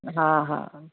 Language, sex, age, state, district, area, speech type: Sindhi, female, 45-60, Uttar Pradesh, Lucknow, urban, conversation